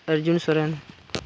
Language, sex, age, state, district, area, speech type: Santali, male, 18-30, Jharkhand, Pakur, rural, spontaneous